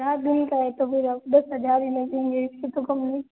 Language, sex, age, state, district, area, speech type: Hindi, female, 18-30, Rajasthan, Jodhpur, urban, conversation